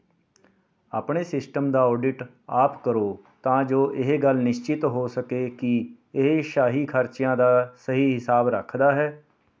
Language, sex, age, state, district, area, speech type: Punjabi, male, 45-60, Punjab, Rupnagar, urban, read